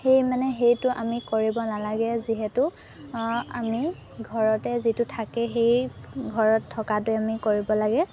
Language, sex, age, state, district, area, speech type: Assamese, female, 18-30, Assam, Golaghat, urban, spontaneous